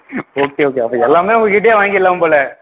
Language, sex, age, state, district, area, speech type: Tamil, male, 18-30, Tamil Nadu, Sivaganga, rural, conversation